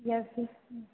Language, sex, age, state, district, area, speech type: Hindi, female, 18-30, Madhya Pradesh, Hoshangabad, rural, conversation